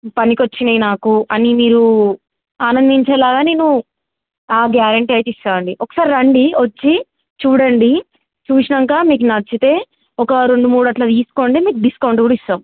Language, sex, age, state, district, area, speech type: Telugu, female, 18-30, Telangana, Mulugu, urban, conversation